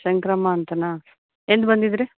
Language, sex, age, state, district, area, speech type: Kannada, female, 30-45, Karnataka, Koppal, rural, conversation